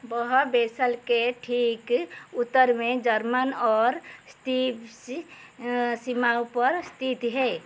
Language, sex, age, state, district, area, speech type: Hindi, female, 45-60, Madhya Pradesh, Chhindwara, rural, read